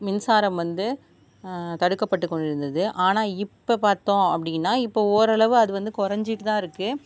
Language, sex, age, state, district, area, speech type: Tamil, female, 60+, Tamil Nadu, Mayiladuthurai, rural, spontaneous